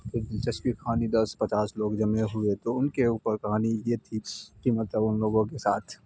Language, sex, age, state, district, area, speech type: Urdu, male, 18-30, Bihar, Khagaria, rural, spontaneous